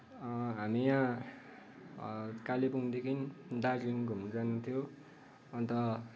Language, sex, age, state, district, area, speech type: Nepali, male, 18-30, West Bengal, Kalimpong, rural, spontaneous